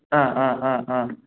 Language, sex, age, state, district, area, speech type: Tamil, male, 30-45, Tamil Nadu, Salem, urban, conversation